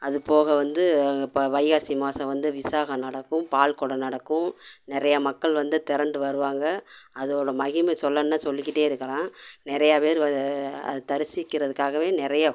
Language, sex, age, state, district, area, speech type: Tamil, female, 45-60, Tamil Nadu, Madurai, urban, spontaneous